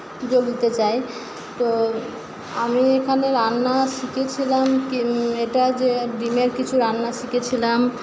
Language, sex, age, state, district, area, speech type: Bengali, female, 30-45, West Bengal, Purba Bardhaman, urban, spontaneous